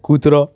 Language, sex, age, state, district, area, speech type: Gujarati, male, 18-30, Gujarat, Surat, urban, read